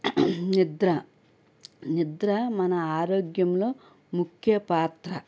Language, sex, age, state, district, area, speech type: Telugu, female, 45-60, Andhra Pradesh, N T Rama Rao, urban, spontaneous